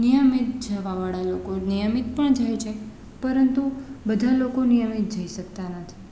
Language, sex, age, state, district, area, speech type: Gujarati, female, 30-45, Gujarat, Rajkot, urban, spontaneous